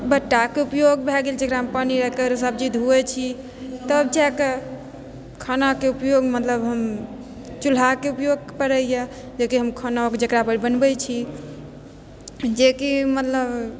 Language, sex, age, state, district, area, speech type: Maithili, female, 30-45, Bihar, Purnia, rural, spontaneous